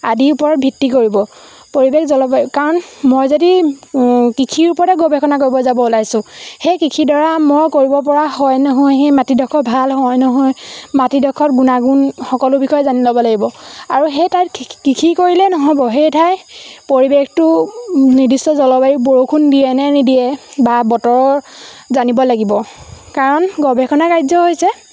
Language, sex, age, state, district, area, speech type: Assamese, female, 18-30, Assam, Lakhimpur, rural, spontaneous